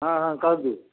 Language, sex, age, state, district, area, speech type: Odia, male, 60+, Odisha, Gajapati, rural, conversation